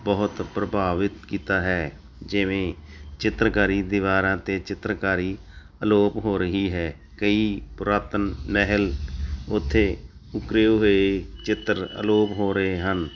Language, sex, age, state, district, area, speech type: Punjabi, male, 45-60, Punjab, Tarn Taran, urban, spontaneous